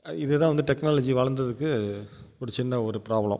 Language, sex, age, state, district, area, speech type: Tamil, male, 30-45, Tamil Nadu, Tiruvarur, rural, spontaneous